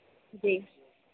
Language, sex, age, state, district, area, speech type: Hindi, female, 30-45, Madhya Pradesh, Harda, urban, conversation